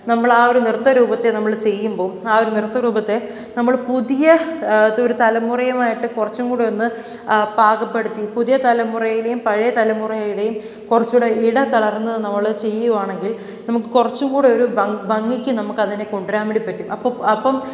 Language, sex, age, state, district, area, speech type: Malayalam, female, 18-30, Kerala, Pathanamthitta, rural, spontaneous